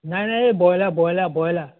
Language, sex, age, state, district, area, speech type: Assamese, male, 60+, Assam, Majuli, urban, conversation